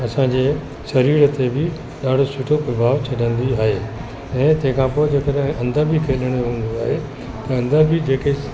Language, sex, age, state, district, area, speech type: Sindhi, male, 60+, Uttar Pradesh, Lucknow, urban, spontaneous